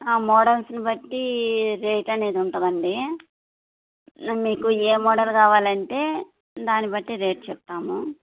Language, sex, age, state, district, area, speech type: Telugu, female, 30-45, Andhra Pradesh, Kadapa, rural, conversation